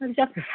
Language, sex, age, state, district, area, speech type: Bodo, female, 60+, Assam, Kokrajhar, urban, conversation